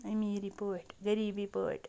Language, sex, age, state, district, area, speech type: Kashmiri, female, 45-60, Jammu and Kashmir, Ganderbal, rural, spontaneous